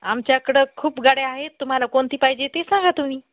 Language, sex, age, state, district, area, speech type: Marathi, female, 30-45, Maharashtra, Hingoli, urban, conversation